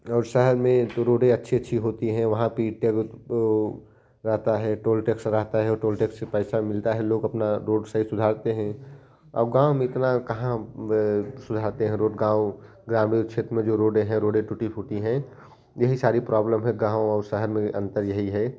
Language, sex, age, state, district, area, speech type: Hindi, male, 18-30, Uttar Pradesh, Jaunpur, rural, spontaneous